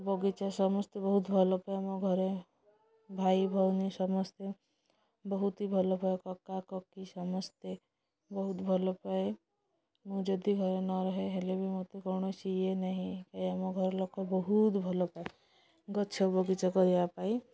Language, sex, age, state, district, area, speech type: Odia, female, 30-45, Odisha, Malkangiri, urban, spontaneous